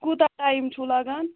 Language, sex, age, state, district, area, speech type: Kashmiri, female, 30-45, Jammu and Kashmir, Ganderbal, rural, conversation